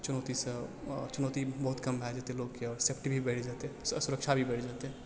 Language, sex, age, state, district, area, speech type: Maithili, male, 30-45, Bihar, Supaul, urban, spontaneous